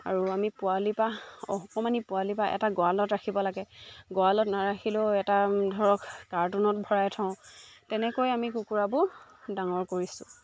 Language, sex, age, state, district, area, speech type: Assamese, female, 18-30, Assam, Sivasagar, rural, spontaneous